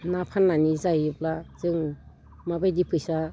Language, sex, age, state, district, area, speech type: Bodo, female, 45-60, Assam, Udalguri, rural, spontaneous